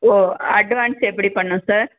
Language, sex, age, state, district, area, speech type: Tamil, female, 60+, Tamil Nadu, Perambalur, rural, conversation